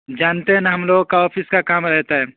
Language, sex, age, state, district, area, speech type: Urdu, male, 18-30, Uttar Pradesh, Saharanpur, urban, conversation